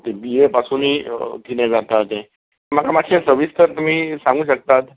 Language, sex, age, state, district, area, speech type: Goan Konkani, male, 45-60, Goa, Bardez, urban, conversation